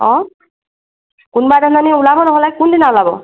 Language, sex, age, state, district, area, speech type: Assamese, female, 45-60, Assam, Charaideo, urban, conversation